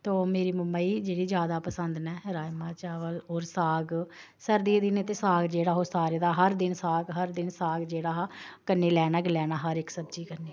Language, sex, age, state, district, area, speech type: Dogri, female, 30-45, Jammu and Kashmir, Samba, urban, spontaneous